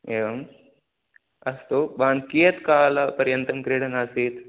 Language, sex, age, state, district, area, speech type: Sanskrit, male, 18-30, Tamil Nadu, Tiruvallur, rural, conversation